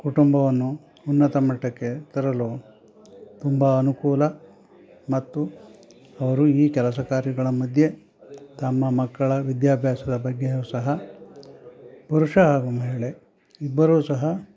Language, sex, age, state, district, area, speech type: Kannada, male, 60+, Karnataka, Chikkamagaluru, rural, spontaneous